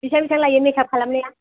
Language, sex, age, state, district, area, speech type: Bodo, female, 18-30, Assam, Chirang, urban, conversation